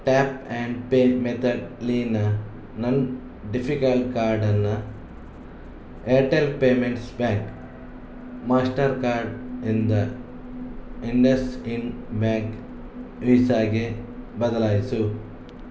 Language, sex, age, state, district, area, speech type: Kannada, male, 18-30, Karnataka, Shimoga, rural, read